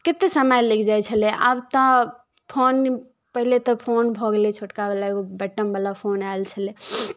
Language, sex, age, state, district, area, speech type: Maithili, female, 18-30, Bihar, Darbhanga, rural, spontaneous